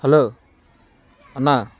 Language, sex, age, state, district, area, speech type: Telugu, male, 18-30, Andhra Pradesh, Bapatla, rural, spontaneous